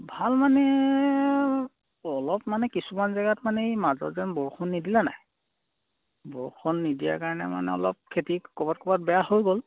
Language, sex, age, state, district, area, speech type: Assamese, male, 18-30, Assam, Charaideo, rural, conversation